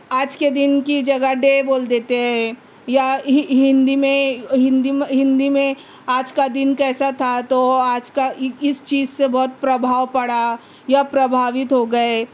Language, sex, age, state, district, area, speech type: Urdu, female, 30-45, Maharashtra, Nashik, rural, spontaneous